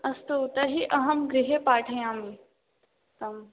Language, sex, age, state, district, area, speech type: Sanskrit, female, 18-30, Rajasthan, Jaipur, urban, conversation